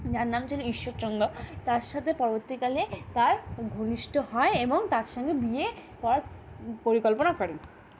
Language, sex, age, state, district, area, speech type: Bengali, female, 18-30, West Bengal, Alipurduar, rural, spontaneous